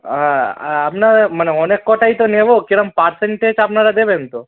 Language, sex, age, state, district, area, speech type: Bengali, male, 18-30, West Bengal, Darjeeling, rural, conversation